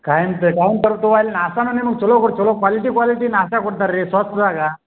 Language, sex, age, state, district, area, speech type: Kannada, male, 45-60, Karnataka, Belgaum, rural, conversation